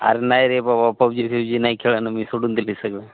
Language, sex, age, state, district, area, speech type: Marathi, male, 30-45, Maharashtra, Hingoli, urban, conversation